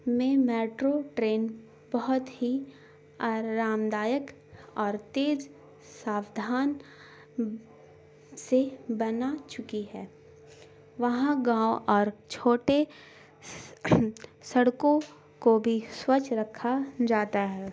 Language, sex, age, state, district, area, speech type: Urdu, female, 18-30, Bihar, Gaya, urban, spontaneous